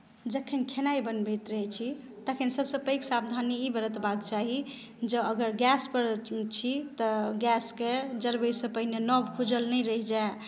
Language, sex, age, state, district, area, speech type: Maithili, female, 30-45, Bihar, Madhubani, rural, spontaneous